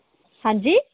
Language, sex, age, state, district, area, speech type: Dogri, female, 18-30, Jammu and Kashmir, Reasi, rural, conversation